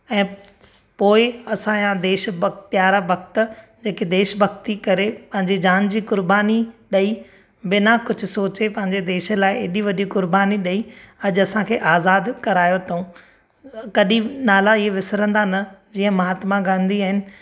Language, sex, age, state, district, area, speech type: Sindhi, male, 30-45, Maharashtra, Thane, urban, spontaneous